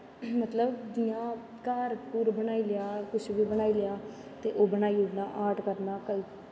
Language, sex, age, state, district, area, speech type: Dogri, female, 18-30, Jammu and Kashmir, Jammu, rural, spontaneous